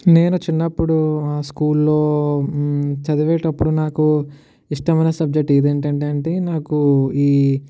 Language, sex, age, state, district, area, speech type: Telugu, male, 45-60, Andhra Pradesh, Kakinada, rural, spontaneous